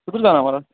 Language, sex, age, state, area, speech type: Dogri, male, 18-30, Jammu and Kashmir, rural, conversation